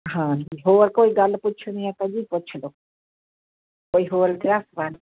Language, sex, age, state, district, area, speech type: Punjabi, female, 60+, Punjab, Muktsar, urban, conversation